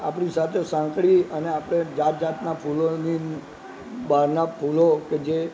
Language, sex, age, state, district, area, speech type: Gujarati, male, 60+, Gujarat, Narmada, urban, spontaneous